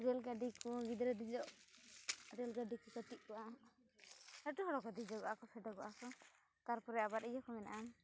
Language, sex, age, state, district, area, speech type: Santali, female, 18-30, West Bengal, Uttar Dinajpur, rural, spontaneous